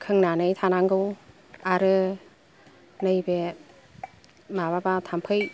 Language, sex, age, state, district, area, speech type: Bodo, female, 60+, Assam, Kokrajhar, rural, spontaneous